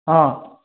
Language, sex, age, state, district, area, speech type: Assamese, male, 18-30, Assam, Majuli, urban, conversation